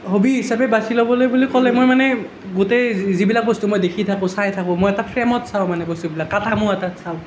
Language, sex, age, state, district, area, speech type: Assamese, male, 18-30, Assam, Nalbari, rural, spontaneous